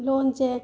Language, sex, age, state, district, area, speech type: Manipuri, female, 18-30, Manipur, Bishnupur, rural, spontaneous